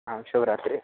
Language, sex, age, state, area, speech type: Sanskrit, male, 18-30, Chhattisgarh, urban, conversation